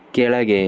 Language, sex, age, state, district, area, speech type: Kannada, male, 30-45, Karnataka, Davanagere, rural, read